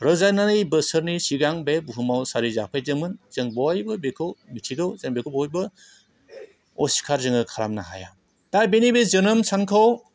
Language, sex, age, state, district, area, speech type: Bodo, male, 45-60, Assam, Chirang, rural, spontaneous